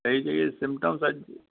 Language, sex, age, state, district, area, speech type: Sindhi, male, 60+, Rajasthan, Ajmer, urban, conversation